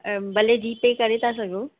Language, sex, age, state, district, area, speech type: Sindhi, female, 30-45, Maharashtra, Thane, urban, conversation